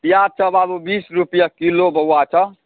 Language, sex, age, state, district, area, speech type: Maithili, male, 18-30, Bihar, Supaul, rural, conversation